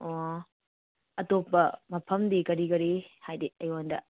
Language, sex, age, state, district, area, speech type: Manipuri, female, 18-30, Manipur, Kakching, rural, conversation